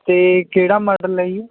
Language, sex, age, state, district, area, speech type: Punjabi, male, 18-30, Punjab, Mohali, rural, conversation